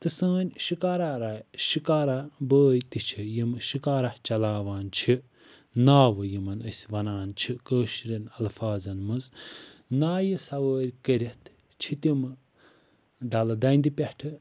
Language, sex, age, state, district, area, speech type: Kashmiri, male, 45-60, Jammu and Kashmir, Budgam, rural, spontaneous